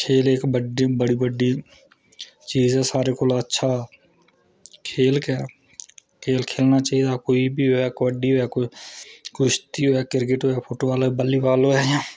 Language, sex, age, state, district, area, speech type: Dogri, male, 30-45, Jammu and Kashmir, Udhampur, rural, spontaneous